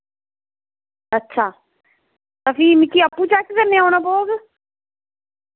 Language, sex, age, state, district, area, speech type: Dogri, female, 30-45, Jammu and Kashmir, Udhampur, rural, conversation